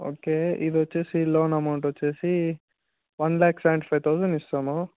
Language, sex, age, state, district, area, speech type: Telugu, male, 18-30, Andhra Pradesh, Annamaya, rural, conversation